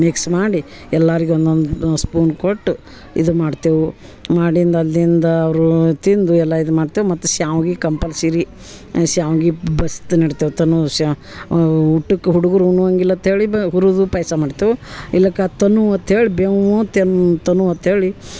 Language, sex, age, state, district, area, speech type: Kannada, female, 60+, Karnataka, Dharwad, rural, spontaneous